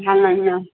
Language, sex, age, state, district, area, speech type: Assamese, female, 45-60, Assam, Tinsukia, urban, conversation